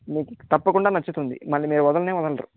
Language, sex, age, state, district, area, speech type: Telugu, male, 18-30, Andhra Pradesh, Chittoor, rural, conversation